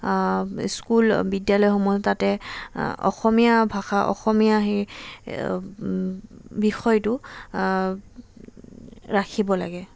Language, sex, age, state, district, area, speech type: Assamese, female, 18-30, Assam, Jorhat, urban, spontaneous